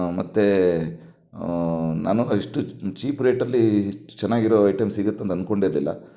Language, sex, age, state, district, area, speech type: Kannada, male, 30-45, Karnataka, Shimoga, rural, spontaneous